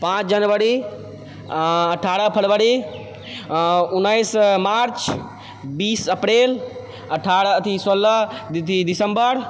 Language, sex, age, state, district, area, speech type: Maithili, male, 18-30, Bihar, Purnia, rural, spontaneous